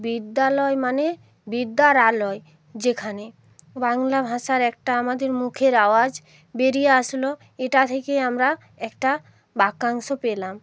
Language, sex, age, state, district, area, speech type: Bengali, female, 45-60, West Bengal, North 24 Parganas, rural, spontaneous